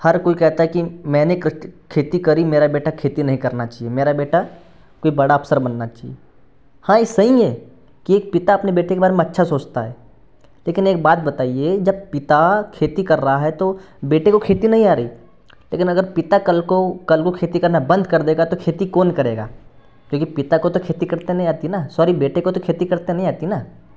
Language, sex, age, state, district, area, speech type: Hindi, male, 18-30, Madhya Pradesh, Betul, urban, spontaneous